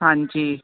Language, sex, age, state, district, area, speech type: Punjabi, female, 45-60, Punjab, Fazilka, rural, conversation